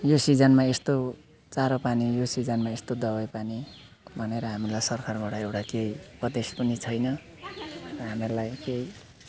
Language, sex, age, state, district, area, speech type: Nepali, male, 60+, West Bengal, Alipurduar, urban, spontaneous